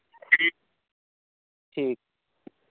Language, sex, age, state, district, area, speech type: Dogri, male, 18-30, Jammu and Kashmir, Samba, rural, conversation